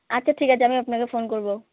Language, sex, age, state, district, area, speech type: Bengali, female, 18-30, West Bengal, Dakshin Dinajpur, urban, conversation